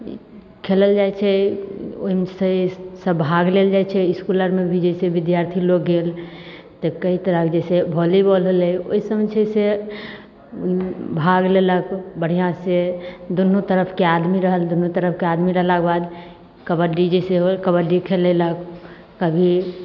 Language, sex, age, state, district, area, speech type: Maithili, female, 18-30, Bihar, Begusarai, rural, spontaneous